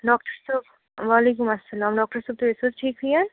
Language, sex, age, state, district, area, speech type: Kashmiri, female, 45-60, Jammu and Kashmir, Srinagar, urban, conversation